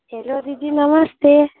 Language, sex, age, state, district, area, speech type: Nepali, female, 18-30, West Bengal, Alipurduar, rural, conversation